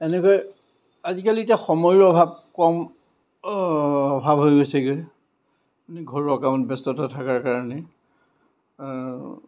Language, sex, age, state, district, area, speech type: Assamese, male, 60+, Assam, Kamrup Metropolitan, urban, spontaneous